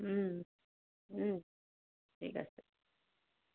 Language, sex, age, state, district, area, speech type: Assamese, female, 30-45, Assam, Jorhat, urban, conversation